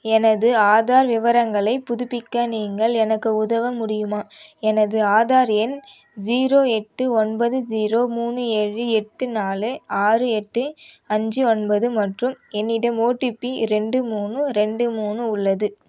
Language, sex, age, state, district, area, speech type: Tamil, female, 18-30, Tamil Nadu, Vellore, urban, read